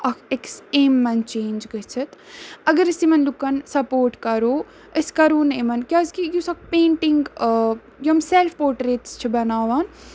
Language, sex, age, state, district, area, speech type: Kashmiri, female, 18-30, Jammu and Kashmir, Ganderbal, rural, spontaneous